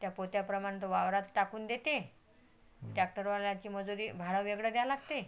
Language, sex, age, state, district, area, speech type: Marathi, female, 45-60, Maharashtra, Washim, rural, spontaneous